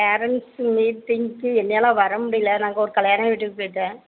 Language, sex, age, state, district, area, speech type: Tamil, female, 45-60, Tamil Nadu, Thoothukudi, rural, conversation